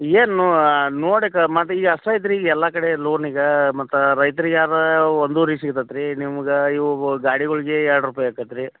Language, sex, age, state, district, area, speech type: Kannada, male, 30-45, Karnataka, Vijayapura, urban, conversation